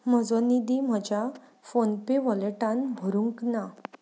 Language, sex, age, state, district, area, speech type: Goan Konkani, female, 30-45, Goa, Ponda, rural, read